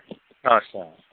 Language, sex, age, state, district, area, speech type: Bodo, male, 45-60, Assam, Chirang, rural, conversation